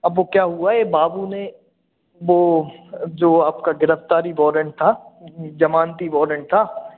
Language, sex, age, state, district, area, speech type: Hindi, male, 18-30, Madhya Pradesh, Hoshangabad, urban, conversation